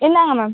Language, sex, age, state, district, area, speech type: Tamil, female, 18-30, Tamil Nadu, Nagapattinam, rural, conversation